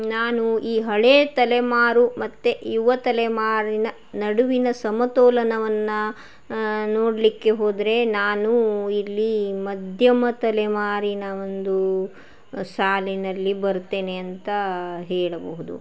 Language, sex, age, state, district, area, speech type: Kannada, female, 45-60, Karnataka, Shimoga, rural, spontaneous